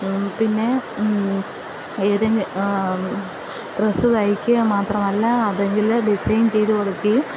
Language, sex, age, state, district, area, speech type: Malayalam, female, 30-45, Kerala, Pathanamthitta, rural, spontaneous